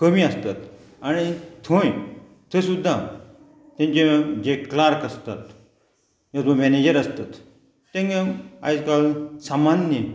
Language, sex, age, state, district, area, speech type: Goan Konkani, male, 45-60, Goa, Murmgao, rural, spontaneous